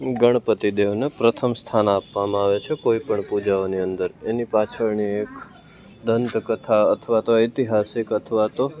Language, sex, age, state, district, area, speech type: Gujarati, male, 18-30, Gujarat, Rajkot, rural, spontaneous